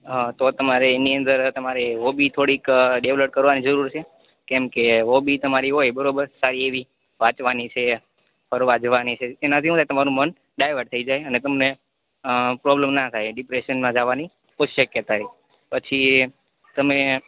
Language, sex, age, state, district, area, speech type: Gujarati, male, 30-45, Gujarat, Rajkot, rural, conversation